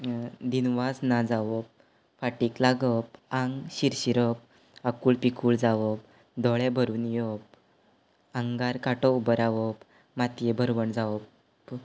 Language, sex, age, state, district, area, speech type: Goan Konkani, male, 18-30, Goa, Quepem, rural, spontaneous